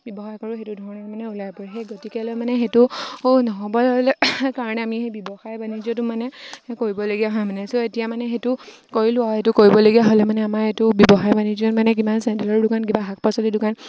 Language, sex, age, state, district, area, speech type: Assamese, female, 18-30, Assam, Sivasagar, rural, spontaneous